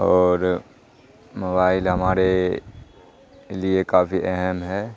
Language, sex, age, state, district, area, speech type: Urdu, male, 18-30, Bihar, Supaul, rural, spontaneous